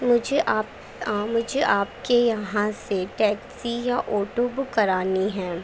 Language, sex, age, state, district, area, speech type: Urdu, female, 18-30, Uttar Pradesh, Gautam Buddha Nagar, urban, spontaneous